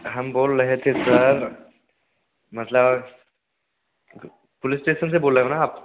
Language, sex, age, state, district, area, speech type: Hindi, male, 18-30, Bihar, Samastipur, rural, conversation